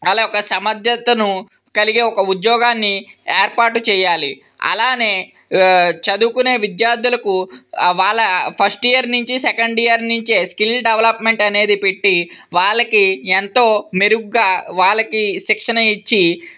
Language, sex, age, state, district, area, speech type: Telugu, male, 18-30, Andhra Pradesh, Vizianagaram, urban, spontaneous